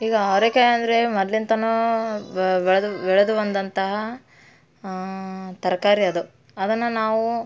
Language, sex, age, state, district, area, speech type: Kannada, female, 30-45, Karnataka, Dharwad, urban, spontaneous